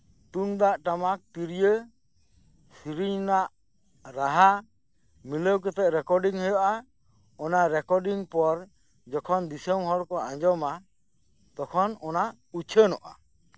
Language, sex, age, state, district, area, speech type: Santali, male, 45-60, West Bengal, Birbhum, rural, spontaneous